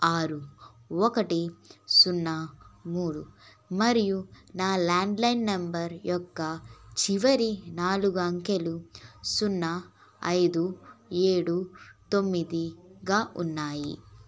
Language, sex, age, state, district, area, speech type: Telugu, female, 18-30, Andhra Pradesh, N T Rama Rao, urban, read